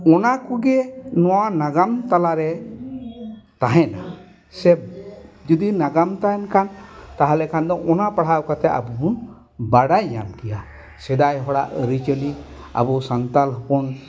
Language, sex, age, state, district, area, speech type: Santali, male, 60+, West Bengal, Dakshin Dinajpur, rural, spontaneous